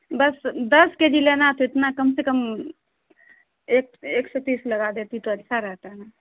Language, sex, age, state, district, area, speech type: Urdu, female, 30-45, Bihar, Saharsa, rural, conversation